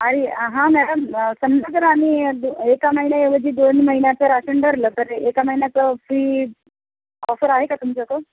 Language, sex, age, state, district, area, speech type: Marathi, female, 45-60, Maharashtra, Akola, rural, conversation